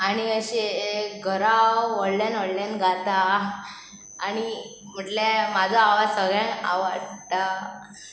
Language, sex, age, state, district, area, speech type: Goan Konkani, female, 18-30, Goa, Pernem, rural, spontaneous